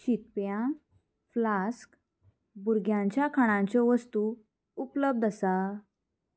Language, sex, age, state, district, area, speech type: Goan Konkani, female, 18-30, Goa, Murmgao, rural, read